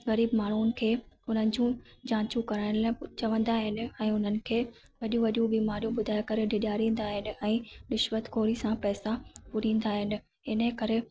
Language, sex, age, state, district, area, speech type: Sindhi, female, 30-45, Rajasthan, Ajmer, urban, spontaneous